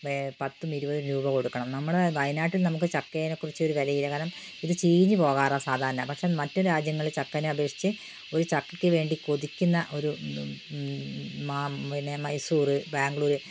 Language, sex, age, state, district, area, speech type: Malayalam, female, 60+, Kerala, Wayanad, rural, spontaneous